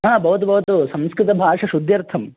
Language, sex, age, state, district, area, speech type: Sanskrit, male, 18-30, Andhra Pradesh, Kadapa, urban, conversation